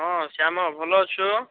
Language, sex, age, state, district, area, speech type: Odia, male, 18-30, Odisha, Bhadrak, rural, conversation